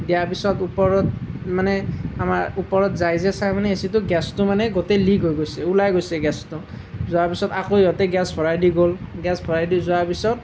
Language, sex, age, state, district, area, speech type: Assamese, male, 18-30, Assam, Nalbari, rural, spontaneous